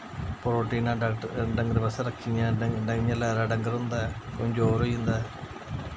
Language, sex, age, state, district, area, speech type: Dogri, male, 45-60, Jammu and Kashmir, Jammu, rural, spontaneous